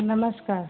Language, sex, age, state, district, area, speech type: Hindi, female, 30-45, Uttar Pradesh, Hardoi, rural, conversation